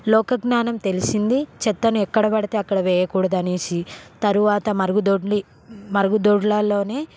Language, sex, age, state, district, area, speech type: Telugu, female, 18-30, Telangana, Hyderabad, urban, spontaneous